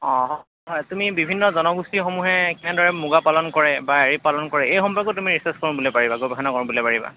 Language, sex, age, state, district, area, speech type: Assamese, male, 30-45, Assam, Morigaon, rural, conversation